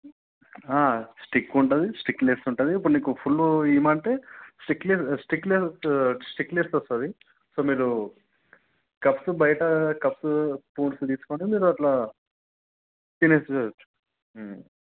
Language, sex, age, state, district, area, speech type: Telugu, male, 18-30, Telangana, Nalgonda, urban, conversation